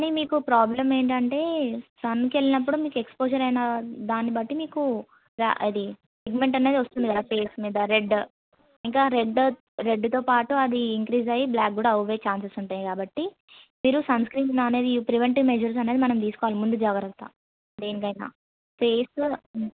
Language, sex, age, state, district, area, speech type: Telugu, female, 18-30, Telangana, Suryapet, urban, conversation